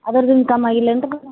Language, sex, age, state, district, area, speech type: Kannada, female, 18-30, Karnataka, Gulbarga, urban, conversation